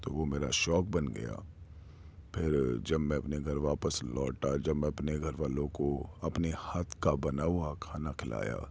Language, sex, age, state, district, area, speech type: Urdu, male, 30-45, Delhi, Central Delhi, urban, spontaneous